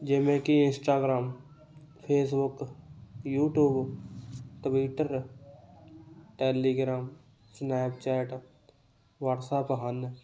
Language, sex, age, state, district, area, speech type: Punjabi, male, 18-30, Punjab, Fatehgarh Sahib, rural, spontaneous